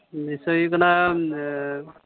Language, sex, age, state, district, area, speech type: Santali, male, 30-45, West Bengal, Malda, rural, conversation